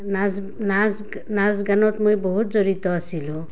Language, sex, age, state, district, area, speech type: Assamese, female, 30-45, Assam, Barpeta, rural, spontaneous